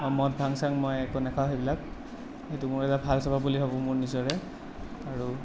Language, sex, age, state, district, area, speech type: Assamese, male, 18-30, Assam, Nalbari, rural, spontaneous